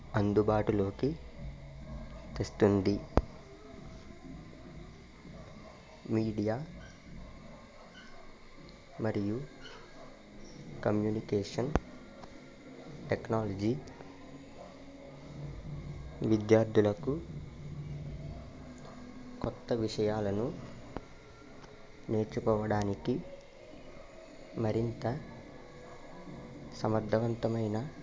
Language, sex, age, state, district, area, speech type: Telugu, male, 45-60, Andhra Pradesh, Eluru, urban, spontaneous